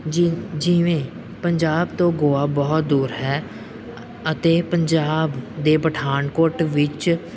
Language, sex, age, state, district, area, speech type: Punjabi, male, 18-30, Punjab, Pathankot, urban, spontaneous